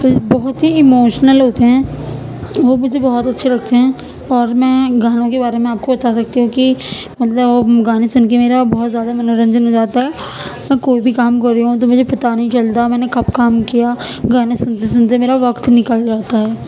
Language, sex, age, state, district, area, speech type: Urdu, female, 18-30, Uttar Pradesh, Gautam Buddha Nagar, rural, spontaneous